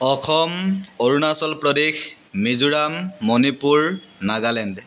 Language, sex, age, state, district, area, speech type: Assamese, male, 18-30, Assam, Dibrugarh, rural, spontaneous